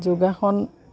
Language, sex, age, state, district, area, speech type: Assamese, female, 45-60, Assam, Goalpara, urban, spontaneous